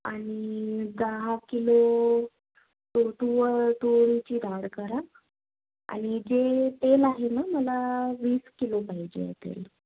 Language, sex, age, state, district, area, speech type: Marathi, female, 18-30, Maharashtra, Nagpur, urban, conversation